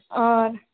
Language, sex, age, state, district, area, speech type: Hindi, female, 30-45, Rajasthan, Jodhpur, urban, conversation